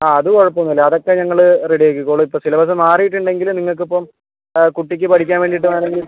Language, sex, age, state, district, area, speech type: Malayalam, female, 30-45, Kerala, Kozhikode, urban, conversation